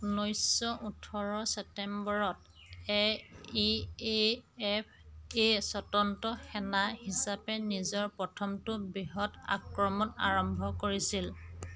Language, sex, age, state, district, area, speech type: Assamese, female, 30-45, Assam, Majuli, urban, read